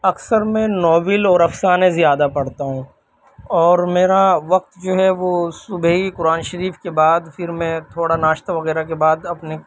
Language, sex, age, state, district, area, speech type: Urdu, male, 18-30, Delhi, North West Delhi, urban, spontaneous